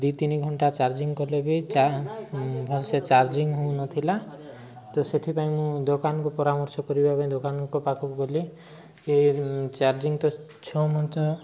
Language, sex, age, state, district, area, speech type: Odia, male, 30-45, Odisha, Koraput, urban, spontaneous